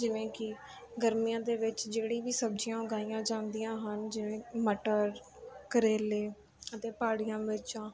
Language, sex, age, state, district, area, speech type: Punjabi, female, 18-30, Punjab, Mansa, urban, spontaneous